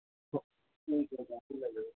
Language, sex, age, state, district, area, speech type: Assamese, male, 18-30, Assam, Tinsukia, rural, conversation